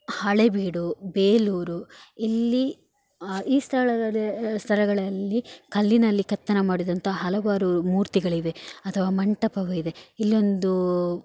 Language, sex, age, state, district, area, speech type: Kannada, female, 18-30, Karnataka, Dakshina Kannada, rural, spontaneous